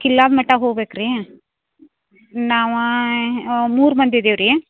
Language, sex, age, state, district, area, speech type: Kannada, female, 60+, Karnataka, Belgaum, rural, conversation